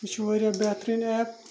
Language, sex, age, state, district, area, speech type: Kashmiri, male, 30-45, Jammu and Kashmir, Kupwara, urban, spontaneous